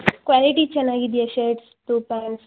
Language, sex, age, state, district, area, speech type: Kannada, female, 18-30, Karnataka, Tumkur, urban, conversation